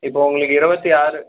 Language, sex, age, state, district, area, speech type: Tamil, male, 45-60, Tamil Nadu, Cuddalore, rural, conversation